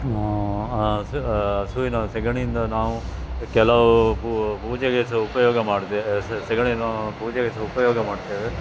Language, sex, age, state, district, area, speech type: Kannada, male, 45-60, Karnataka, Dakshina Kannada, rural, spontaneous